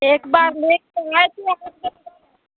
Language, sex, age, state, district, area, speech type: Urdu, female, 30-45, Uttar Pradesh, Lucknow, urban, conversation